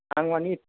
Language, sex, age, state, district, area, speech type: Bodo, male, 30-45, Assam, Kokrajhar, rural, conversation